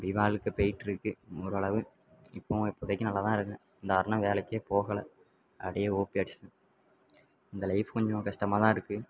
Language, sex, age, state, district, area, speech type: Tamil, male, 18-30, Tamil Nadu, Tirunelveli, rural, spontaneous